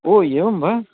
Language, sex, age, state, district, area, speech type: Sanskrit, male, 30-45, Karnataka, Bangalore Urban, urban, conversation